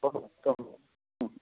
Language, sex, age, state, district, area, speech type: Bengali, male, 45-60, West Bengal, South 24 Parganas, rural, conversation